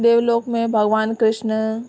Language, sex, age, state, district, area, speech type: Sindhi, female, 18-30, Rajasthan, Ajmer, rural, spontaneous